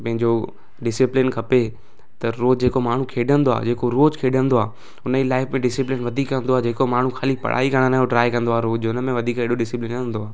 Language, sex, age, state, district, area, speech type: Sindhi, male, 18-30, Gujarat, Surat, urban, spontaneous